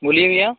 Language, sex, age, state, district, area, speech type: Hindi, male, 30-45, Uttar Pradesh, Mirzapur, rural, conversation